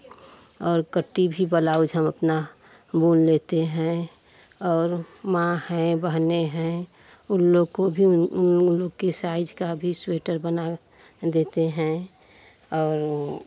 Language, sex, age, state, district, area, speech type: Hindi, female, 45-60, Uttar Pradesh, Chandauli, rural, spontaneous